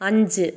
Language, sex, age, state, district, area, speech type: Malayalam, female, 30-45, Kerala, Wayanad, rural, read